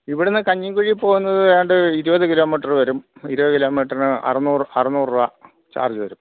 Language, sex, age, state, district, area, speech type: Malayalam, male, 45-60, Kerala, Kottayam, rural, conversation